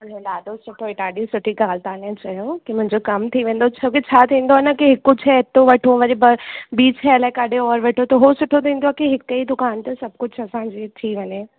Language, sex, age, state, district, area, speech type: Sindhi, female, 18-30, Uttar Pradesh, Lucknow, urban, conversation